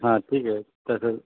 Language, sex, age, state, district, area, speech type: Marathi, male, 45-60, Maharashtra, Thane, rural, conversation